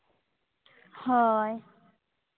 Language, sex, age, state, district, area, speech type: Santali, female, 18-30, Jharkhand, Seraikela Kharsawan, rural, conversation